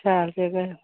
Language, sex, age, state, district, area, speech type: Dogri, female, 45-60, Jammu and Kashmir, Reasi, rural, conversation